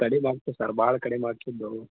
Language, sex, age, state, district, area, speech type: Kannada, male, 18-30, Karnataka, Gulbarga, urban, conversation